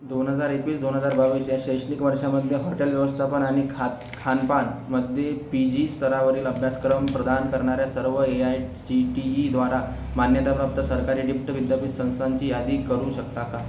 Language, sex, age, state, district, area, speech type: Marathi, male, 18-30, Maharashtra, Akola, rural, read